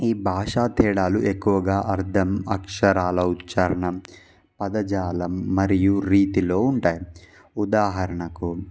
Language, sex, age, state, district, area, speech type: Telugu, male, 18-30, Andhra Pradesh, Palnadu, rural, spontaneous